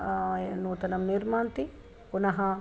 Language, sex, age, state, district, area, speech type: Sanskrit, female, 45-60, Telangana, Nirmal, urban, spontaneous